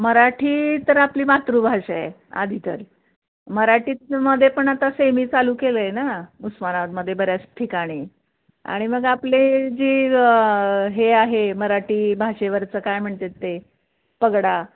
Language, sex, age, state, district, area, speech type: Marathi, female, 45-60, Maharashtra, Osmanabad, rural, conversation